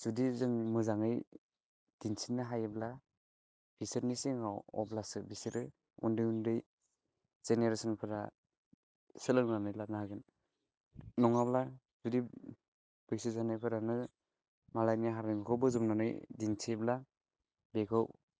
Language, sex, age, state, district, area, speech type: Bodo, male, 18-30, Assam, Baksa, rural, spontaneous